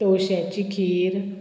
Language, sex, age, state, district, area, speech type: Goan Konkani, female, 45-60, Goa, Murmgao, urban, spontaneous